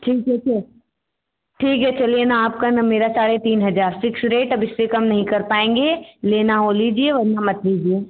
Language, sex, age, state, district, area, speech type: Hindi, female, 18-30, Uttar Pradesh, Bhadohi, rural, conversation